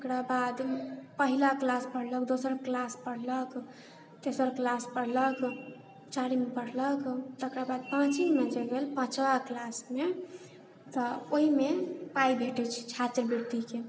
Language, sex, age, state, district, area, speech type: Maithili, female, 18-30, Bihar, Sitamarhi, urban, spontaneous